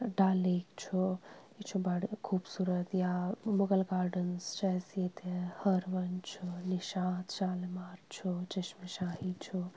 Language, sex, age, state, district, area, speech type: Kashmiri, female, 18-30, Jammu and Kashmir, Srinagar, urban, spontaneous